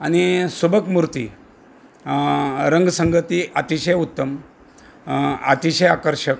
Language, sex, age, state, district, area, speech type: Marathi, male, 60+, Maharashtra, Osmanabad, rural, spontaneous